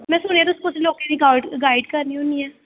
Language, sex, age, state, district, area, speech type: Dogri, female, 18-30, Jammu and Kashmir, Kathua, rural, conversation